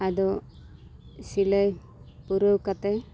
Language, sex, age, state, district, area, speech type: Santali, female, 30-45, Jharkhand, East Singhbhum, rural, spontaneous